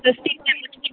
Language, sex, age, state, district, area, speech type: Urdu, female, 18-30, Bihar, Supaul, rural, conversation